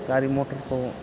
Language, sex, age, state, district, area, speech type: Bodo, male, 30-45, Assam, Chirang, rural, spontaneous